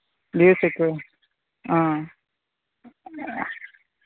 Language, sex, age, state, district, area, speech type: Telugu, male, 30-45, Andhra Pradesh, Vizianagaram, rural, conversation